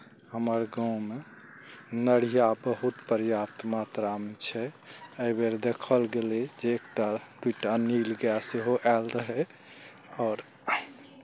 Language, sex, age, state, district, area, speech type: Maithili, male, 45-60, Bihar, Araria, rural, spontaneous